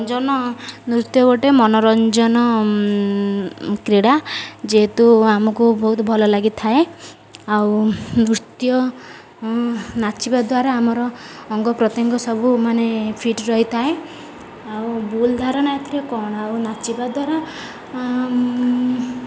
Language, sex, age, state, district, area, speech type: Odia, female, 30-45, Odisha, Sundergarh, urban, spontaneous